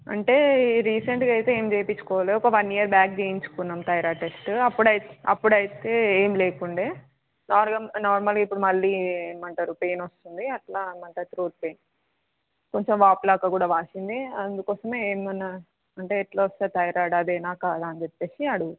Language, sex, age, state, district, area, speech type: Telugu, female, 18-30, Telangana, Hyderabad, urban, conversation